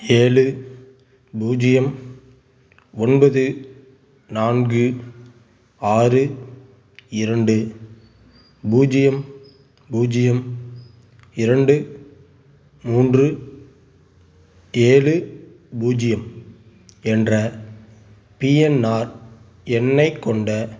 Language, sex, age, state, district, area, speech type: Tamil, male, 18-30, Tamil Nadu, Tiruchirappalli, rural, read